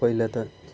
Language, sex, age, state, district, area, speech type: Nepali, male, 45-60, West Bengal, Kalimpong, rural, spontaneous